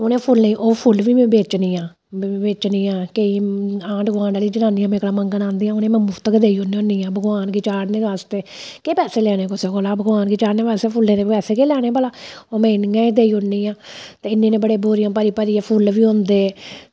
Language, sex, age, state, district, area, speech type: Dogri, female, 45-60, Jammu and Kashmir, Samba, rural, spontaneous